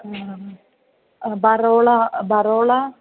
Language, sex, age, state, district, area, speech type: Sanskrit, female, 18-30, Kerala, Thrissur, rural, conversation